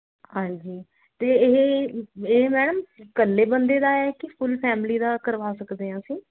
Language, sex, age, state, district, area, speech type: Punjabi, female, 30-45, Punjab, Ludhiana, urban, conversation